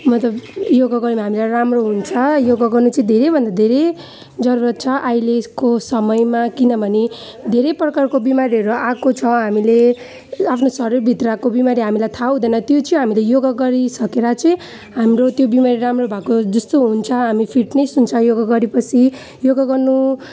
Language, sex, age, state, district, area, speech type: Nepali, female, 18-30, West Bengal, Alipurduar, urban, spontaneous